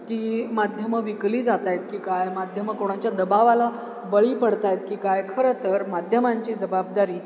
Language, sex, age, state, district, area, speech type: Marathi, female, 60+, Maharashtra, Ahmednagar, urban, spontaneous